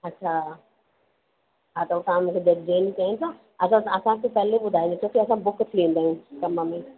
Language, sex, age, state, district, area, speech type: Sindhi, female, 45-60, Uttar Pradesh, Lucknow, rural, conversation